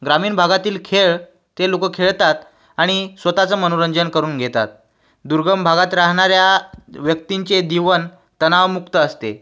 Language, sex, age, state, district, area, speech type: Marathi, male, 18-30, Maharashtra, Washim, rural, spontaneous